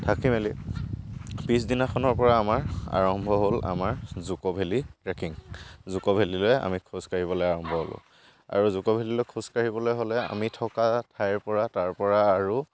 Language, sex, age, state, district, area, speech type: Assamese, male, 45-60, Assam, Charaideo, rural, spontaneous